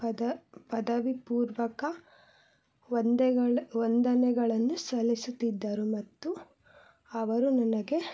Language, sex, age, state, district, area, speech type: Kannada, female, 18-30, Karnataka, Chitradurga, rural, spontaneous